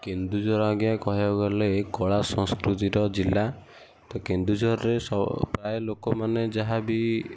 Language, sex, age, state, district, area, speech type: Odia, male, 60+, Odisha, Kendujhar, urban, spontaneous